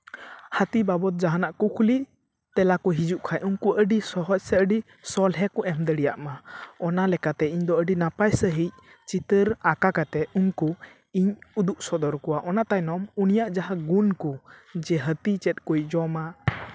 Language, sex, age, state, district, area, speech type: Santali, male, 18-30, West Bengal, Purba Bardhaman, rural, spontaneous